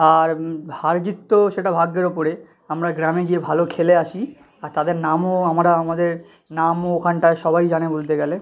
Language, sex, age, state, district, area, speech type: Bengali, male, 18-30, West Bengal, South 24 Parganas, rural, spontaneous